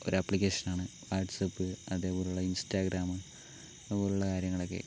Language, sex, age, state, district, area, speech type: Malayalam, male, 18-30, Kerala, Palakkad, urban, spontaneous